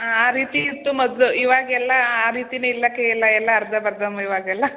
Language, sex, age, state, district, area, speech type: Kannada, female, 18-30, Karnataka, Mandya, rural, conversation